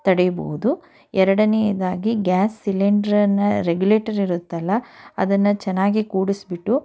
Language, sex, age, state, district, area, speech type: Kannada, female, 30-45, Karnataka, Chikkaballapur, rural, spontaneous